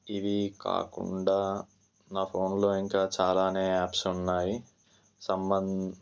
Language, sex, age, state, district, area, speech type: Telugu, male, 18-30, Telangana, Ranga Reddy, rural, spontaneous